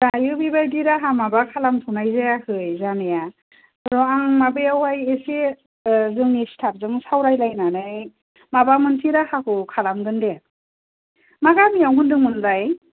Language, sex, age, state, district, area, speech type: Bodo, female, 30-45, Assam, Kokrajhar, rural, conversation